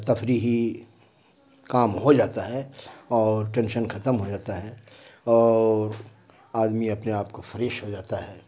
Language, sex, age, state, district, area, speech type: Urdu, male, 60+, Bihar, Khagaria, rural, spontaneous